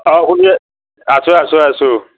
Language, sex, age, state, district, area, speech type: Assamese, male, 60+, Assam, Udalguri, rural, conversation